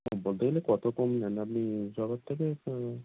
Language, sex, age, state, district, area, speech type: Bengali, male, 18-30, West Bengal, North 24 Parganas, rural, conversation